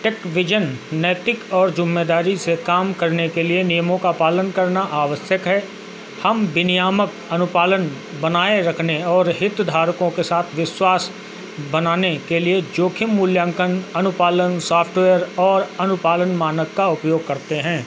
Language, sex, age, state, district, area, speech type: Hindi, male, 45-60, Uttar Pradesh, Sitapur, rural, read